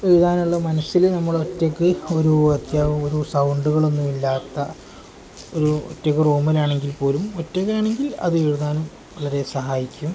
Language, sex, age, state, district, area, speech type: Malayalam, male, 18-30, Kerala, Kozhikode, rural, spontaneous